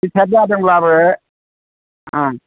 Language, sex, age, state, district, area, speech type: Bodo, male, 45-60, Assam, Kokrajhar, rural, conversation